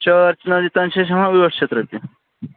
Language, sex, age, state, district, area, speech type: Kashmiri, male, 45-60, Jammu and Kashmir, Srinagar, urban, conversation